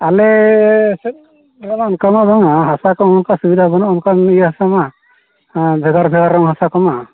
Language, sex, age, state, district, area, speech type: Santali, male, 45-60, Odisha, Mayurbhanj, rural, conversation